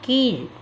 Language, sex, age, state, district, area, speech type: Tamil, female, 30-45, Tamil Nadu, Chengalpattu, urban, read